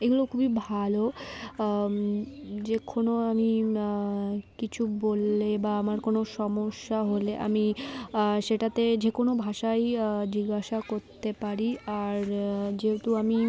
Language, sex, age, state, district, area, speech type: Bengali, female, 18-30, West Bengal, Darjeeling, urban, spontaneous